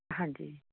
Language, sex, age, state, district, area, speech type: Punjabi, female, 45-60, Punjab, Fatehgarh Sahib, urban, conversation